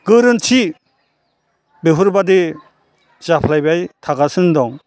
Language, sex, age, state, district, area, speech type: Bodo, male, 60+, Assam, Chirang, rural, spontaneous